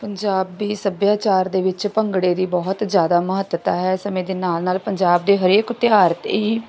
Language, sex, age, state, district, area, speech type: Punjabi, female, 45-60, Punjab, Bathinda, rural, spontaneous